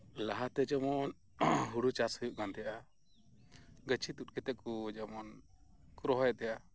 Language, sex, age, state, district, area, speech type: Santali, male, 30-45, West Bengal, Birbhum, rural, spontaneous